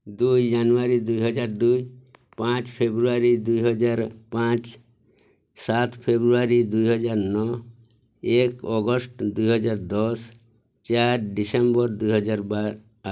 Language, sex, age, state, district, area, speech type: Odia, male, 60+, Odisha, Mayurbhanj, rural, spontaneous